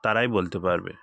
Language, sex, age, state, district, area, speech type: Bengali, male, 45-60, West Bengal, Hooghly, urban, spontaneous